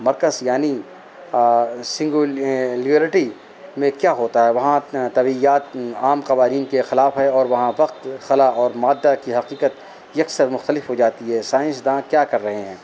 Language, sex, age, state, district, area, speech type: Urdu, male, 45-60, Uttar Pradesh, Rampur, urban, spontaneous